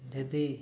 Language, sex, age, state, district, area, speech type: Odia, male, 30-45, Odisha, Mayurbhanj, rural, spontaneous